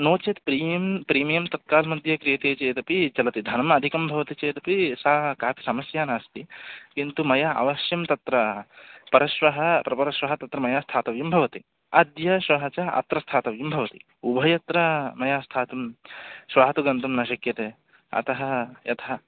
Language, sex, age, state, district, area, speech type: Sanskrit, male, 18-30, Andhra Pradesh, West Godavari, rural, conversation